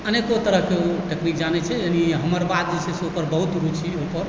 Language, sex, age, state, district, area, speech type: Maithili, male, 45-60, Bihar, Supaul, rural, spontaneous